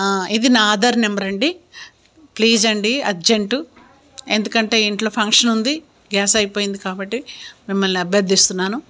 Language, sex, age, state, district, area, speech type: Telugu, female, 60+, Telangana, Hyderabad, urban, spontaneous